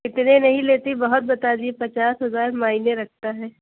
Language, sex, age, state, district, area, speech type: Urdu, female, 30-45, Uttar Pradesh, Lucknow, rural, conversation